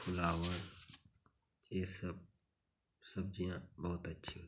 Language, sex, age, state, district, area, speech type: Hindi, male, 45-60, Uttar Pradesh, Chandauli, rural, spontaneous